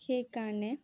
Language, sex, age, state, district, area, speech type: Assamese, female, 18-30, Assam, Sonitpur, rural, spontaneous